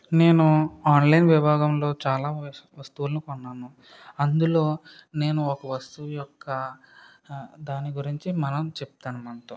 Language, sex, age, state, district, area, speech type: Telugu, male, 30-45, Andhra Pradesh, Kakinada, rural, spontaneous